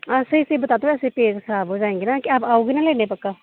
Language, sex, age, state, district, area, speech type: Dogri, female, 18-30, Jammu and Kashmir, Kathua, rural, conversation